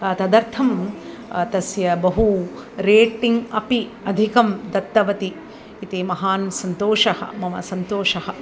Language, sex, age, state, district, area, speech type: Sanskrit, female, 60+, Tamil Nadu, Chennai, urban, spontaneous